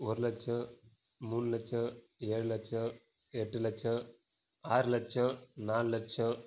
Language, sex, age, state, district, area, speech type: Tamil, male, 18-30, Tamil Nadu, Kallakurichi, rural, spontaneous